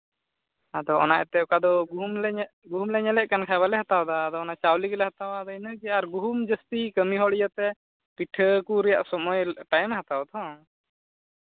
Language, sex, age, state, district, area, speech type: Santali, male, 18-30, Jharkhand, Pakur, rural, conversation